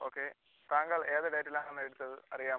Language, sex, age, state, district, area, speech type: Malayalam, male, 18-30, Kerala, Kollam, rural, conversation